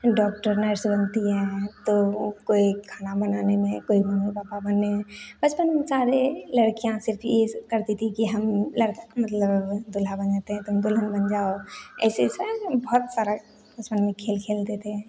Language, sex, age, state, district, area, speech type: Hindi, female, 18-30, Bihar, Begusarai, rural, spontaneous